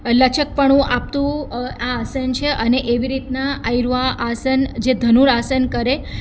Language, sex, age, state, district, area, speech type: Gujarati, female, 30-45, Gujarat, Surat, urban, spontaneous